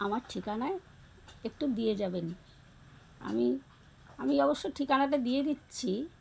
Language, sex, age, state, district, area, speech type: Bengali, female, 45-60, West Bengal, Alipurduar, rural, spontaneous